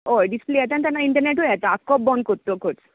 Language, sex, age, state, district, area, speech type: Goan Konkani, female, 18-30, Goa, Tiswadi, rural, conversation